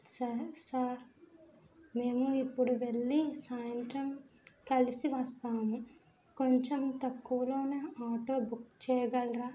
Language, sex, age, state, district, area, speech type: Telugu, female, 18-30, Andhra Pradesh, East Godavari, rural, spontaneous